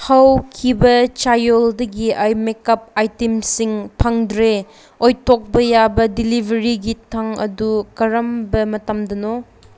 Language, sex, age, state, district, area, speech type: Manipuri, female, 18-30, Manipur, Senapati, rural, read